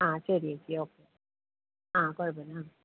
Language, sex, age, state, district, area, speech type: Malayalam, female, 30-45, Kerala, Alappuzha, rural, conversation